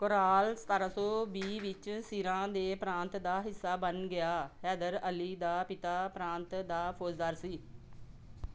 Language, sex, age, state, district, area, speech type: Punjabi, female, 45-60, Punjab, Pathankot, rural, read